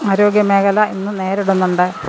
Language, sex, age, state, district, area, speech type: Malayalam, female, 60+, Kerala, Pathanamthitta, rural, spontaneous